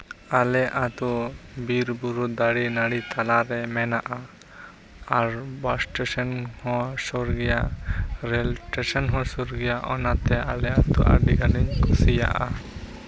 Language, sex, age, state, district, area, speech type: Santali, male, 18-30, West Bengal, Purba Bardhaman, rural, spontaneous